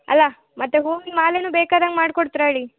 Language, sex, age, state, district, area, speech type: Kannada, female, 18-30, Karnataka, Uttara Kannada, rural, conversation